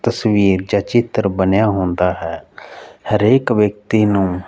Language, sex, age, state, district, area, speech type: Punjabi, male, 30-45, Punjab, Fazilka, rural, spontaneous